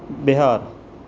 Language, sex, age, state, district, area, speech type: Punjabi, male, 45-60, Punjab, Mansa, rural, spontaneous